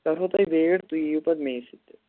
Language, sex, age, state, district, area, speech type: Kashmiri, male, 18-30, Jammu and Kashmir, Pulwama, urban, conversation